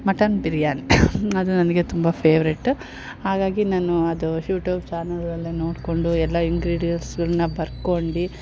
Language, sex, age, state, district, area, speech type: Kannada, female, 30-45, Karnataka, Chikkamagaluru, rural, spontaneous